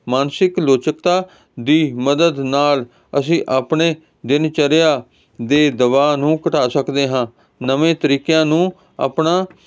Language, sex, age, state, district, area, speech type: Punjabi, male, 45-60, Punjab, Hoshiarpur, urban, spontaneous